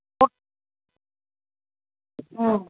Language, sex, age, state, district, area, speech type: Bengali, female, 30-45, West Bengal, Howrah, urban, conversation